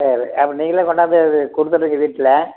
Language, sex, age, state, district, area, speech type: Tamil, male, 60+, Tamil Nadu, Erode, rural, conversation